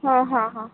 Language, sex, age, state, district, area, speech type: Marathi, female, 30-45, Maharashtra, Amravati, rural, conversation